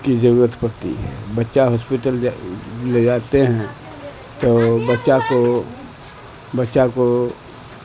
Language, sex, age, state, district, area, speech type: Urdu, male, 60+, Bihar, Supaul, rural, spontaneous